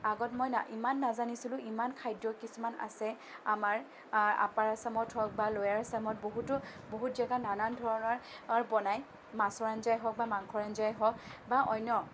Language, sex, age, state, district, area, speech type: Assamese, female, 30-45, Assam, Sonitpur, rural, spontaneous